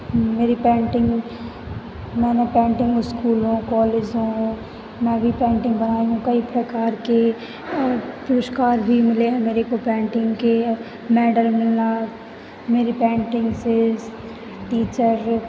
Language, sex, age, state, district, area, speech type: Hindi, female, 18-30, Madhya Pradesh, Hoshangabad, rural, spontaneous